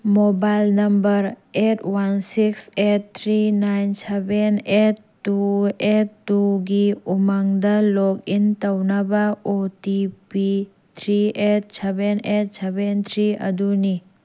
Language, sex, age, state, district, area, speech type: Manipuri, female, 18-30, Manipur, Tengnoupal, urban, read